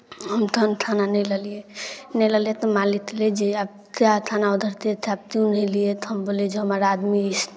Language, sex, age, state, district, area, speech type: Maithili, female, 18-30, Bihar, Darbhanga, rural, spontaneous